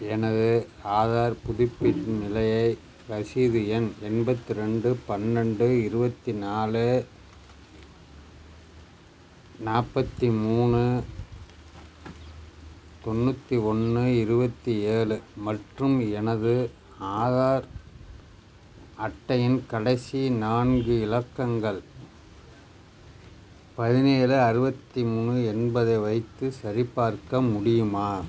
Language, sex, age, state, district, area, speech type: Tamil, male, 60+, Tamil Nadu, Nagapattinam, rural, read